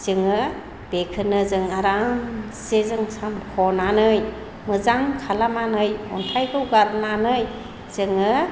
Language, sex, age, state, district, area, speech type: Bodo, female, 45-60, Assam, Chirang, rural, spontaneous